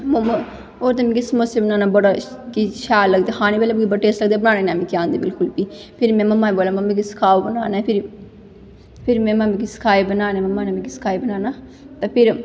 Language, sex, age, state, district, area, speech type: Dogri, female, 18-30, Jammu and Kashmir, Kathua, rural, spontaneous